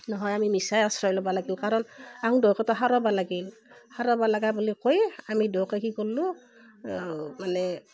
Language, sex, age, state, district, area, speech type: Assamese, female, 45-60, Assam, Barpeta, rural, spontaneous